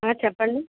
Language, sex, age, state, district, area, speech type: Telugu, female, 18-30, Andhra Pradesh, Krishna, rural, conversation